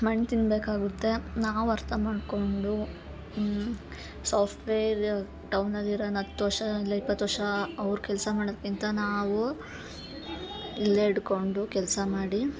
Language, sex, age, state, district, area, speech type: Kannada, female, 30-45, Karnataka, Hassan, urban, spontaneous